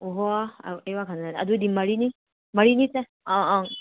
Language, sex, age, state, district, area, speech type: Manipuri, female, 18-30, Manipur, Kakching, rural, conversation